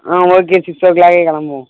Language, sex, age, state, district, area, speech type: Tamil, male, 30-45, Tamil Nadu, Tiruvarur, rural, conversation